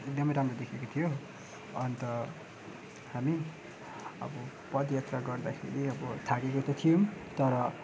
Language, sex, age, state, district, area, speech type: Nepali, male, 18-30, West Bengal, Darjeeling, rural, spontaneous